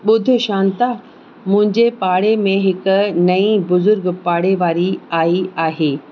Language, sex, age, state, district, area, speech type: Sindhi, female, 18-30, Uttar Pradesh, Lucknow, urban, spontaneous